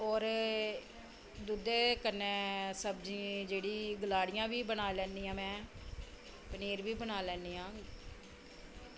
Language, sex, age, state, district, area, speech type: Dogri, female, 30-45, Jammu and Kashmir, Samba, rural, spontaneous